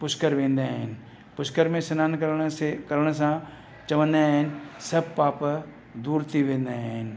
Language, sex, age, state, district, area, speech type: Sindhi, male, 60+, Maharashtra, Mumbai City, urban, spontaneous